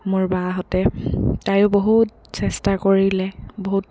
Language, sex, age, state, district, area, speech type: Assamese, female, 18-30, Assam, Dibrugarh, rural, spontaneous